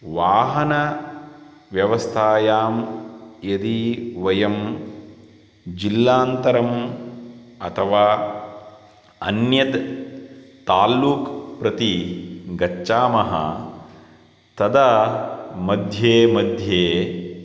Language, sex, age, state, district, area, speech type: Sanskrit, male, 30-45, Karnataka, Shimoga, rural, spontaneous